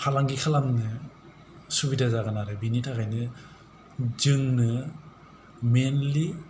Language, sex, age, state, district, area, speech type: Bodo, male, 45-60, Assam, Kokrajhar, rural, spontaneous